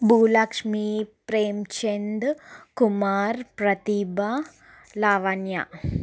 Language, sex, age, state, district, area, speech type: Telugu, female, 45-60, Andhra Pradesh, Srikakulam, urban, spontaneous